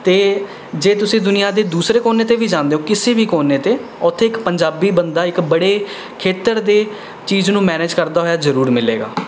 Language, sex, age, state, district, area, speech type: Punjabi, male, 18-30, Punjab, Rupnagar, urban, spontaneous